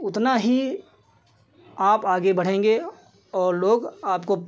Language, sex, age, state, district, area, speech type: Hindi, male, 45-60, Uttar Pradesh, Lucknow, rural, spontaneous